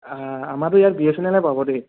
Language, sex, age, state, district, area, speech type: Assamese, male, 18-30, Assam, Dhemaji, rural, conversation